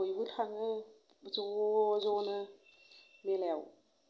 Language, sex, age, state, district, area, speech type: Bodo, female, 30-45, Assam, Kokrajhar, rural, spontaneous